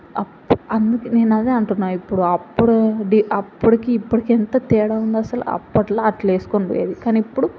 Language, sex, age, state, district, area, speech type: Telugu, female, 18-30, Telangana, Mahbubnagar, rural, spontaneous